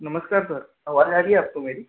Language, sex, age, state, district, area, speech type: Hindi, male, 30-45, Madhya Pradesh, Balaghat, rural, conversation